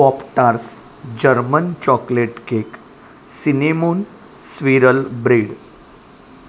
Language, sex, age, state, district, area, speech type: Marathi, male, 30-45, Maharashtra, Palghar, rural, spontaneous